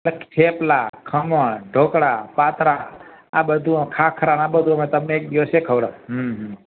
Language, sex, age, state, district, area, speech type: Gujarati, male, 30-45, Gujarat, Ahmedabad, urban, conversation